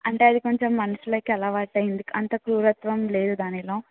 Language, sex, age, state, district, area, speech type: Telugu, female, 18-30, Telangana, Mulugu, rural, conversation